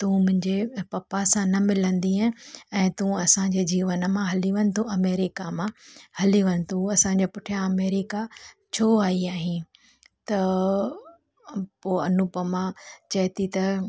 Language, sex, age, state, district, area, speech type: Sindhi, female, 45-60, Gujarat, Junagadh, urban, spontaneous